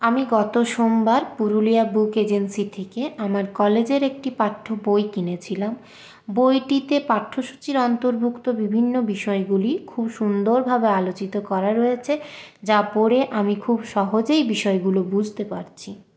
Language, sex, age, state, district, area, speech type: Bengali, female, 18-30, West Bengal, Purulia, urban, spontaneous